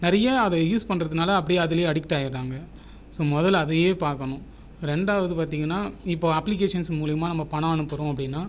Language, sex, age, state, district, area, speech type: Tamil, male, 30-45, Tamil Nadu, Viluppuram, rural, spontaneous